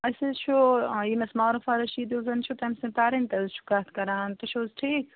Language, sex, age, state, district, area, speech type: Kashmiri, female, 18-30, Jammu and Kashmir, Bandipora, rural, conversation